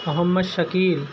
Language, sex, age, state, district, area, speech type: Urdu, male, 30-45, Uttar Pradesh, Shahjahanpur, urban, spontaneous